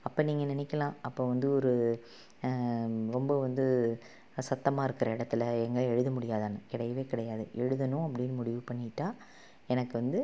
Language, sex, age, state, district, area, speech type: Tamil, female, 30-45, Tamil Nadu, Salem, urban, spontaneous